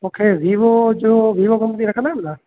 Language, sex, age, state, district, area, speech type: Sindhi, male, 30-45, Gujarat, Junagadh, urban, conversation